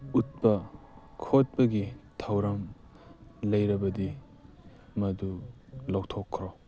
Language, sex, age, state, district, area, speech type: Manipuri, male, 18-30, Manipur, Kangpokpi, urban, read